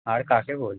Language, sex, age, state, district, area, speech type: Bengali, male, 18-30, West Bengal, Howrah, urban, conversation